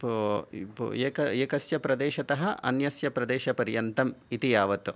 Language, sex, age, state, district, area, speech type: Sanskrit, male, 45-60, Karnataka, Bangalore Urban, urban, spontaneous